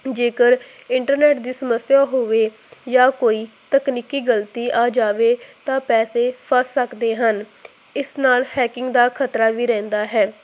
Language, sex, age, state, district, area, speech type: Punjabi, female, 18-30, Punjab, Hoshiarpur, rural, spontaneous